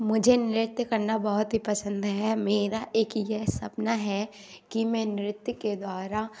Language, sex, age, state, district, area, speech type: Hindi, female, 18-30, Madhya Pradesh, Katni, rural, spontaneous